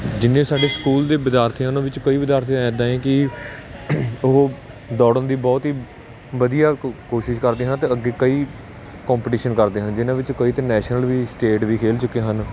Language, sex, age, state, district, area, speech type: Punjabi, male, 18-30, Punjab, Kapurthala, urban, spontaneous